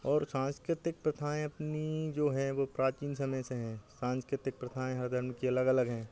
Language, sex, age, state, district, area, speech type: Hindi, male, 45-60, Madhya Pradesh, Hoshangabad, rural, spontaneous